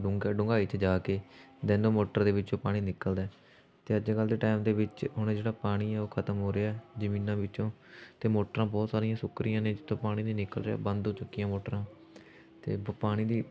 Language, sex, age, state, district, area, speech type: Punjabi, male, 18-30, Punjab, Fatehgarh Sahib, rural, spontaneous